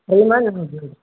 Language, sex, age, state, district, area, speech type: Kannada, male, 18-30, Karnataka, Davanagere, rural, conversation